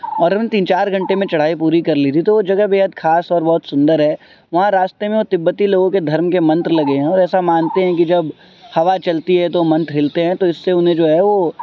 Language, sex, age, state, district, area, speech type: Urdu, male, 18-30, Delhi, Central Delhi, urban, spontaneous